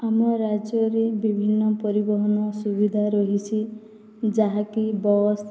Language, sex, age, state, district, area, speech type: Odia, female, 18-30, Odisha, Boudh, rural, spontaneous